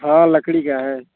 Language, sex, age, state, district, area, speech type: Hindi, male, 18-30, Uttar Pradesh, Azamgarh, rural, conversation